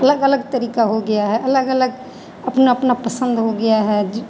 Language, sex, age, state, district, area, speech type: Hindi, female, 45-60, Bihar, Madhepura, rural, spontaneous